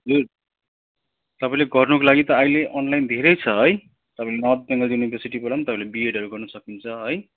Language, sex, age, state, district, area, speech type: Nepali, male, 45-60, West Bengal, Kalimpong, rural, conversation